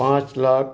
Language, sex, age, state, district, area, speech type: Hindi, male, 45-60, Madhya Pradesh, Ujjain, urban, spontaneous